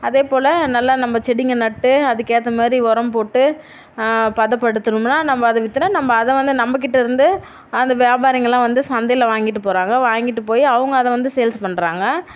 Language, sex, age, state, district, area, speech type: Tamil, female, 30-45, Tamil Nadu, Tiruvannamalai, urban, spontaneous